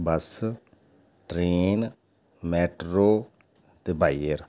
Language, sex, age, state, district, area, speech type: Dogri, male, 45-60, Jammu and Kashmir, Udhampur, urban, spontaneous